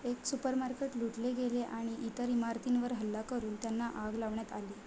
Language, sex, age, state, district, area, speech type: Marathi, female, 18-30, Maharashtra, Ratnagiri, rural, read